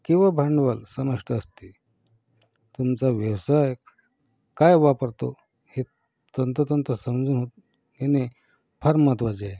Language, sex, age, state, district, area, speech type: Marathi, male, 45-60, Maharashtra, Yavatmal, rural, spontaneous